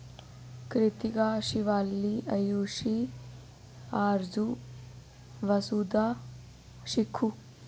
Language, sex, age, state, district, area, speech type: Dogri, female, 18-30, Jammu and Kashmir, Udhampur, rural, spontaneous